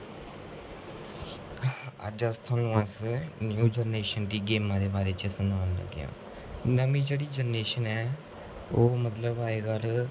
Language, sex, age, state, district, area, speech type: Dogri, male, 18-30, Jammu and Kashmir, Kathua, rural, spontaneous